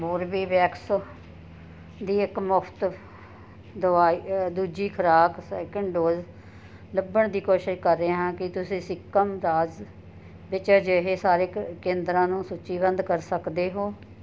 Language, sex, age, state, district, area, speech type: Punjabi, female, 60+, Punjab, Ludhiana, rural, read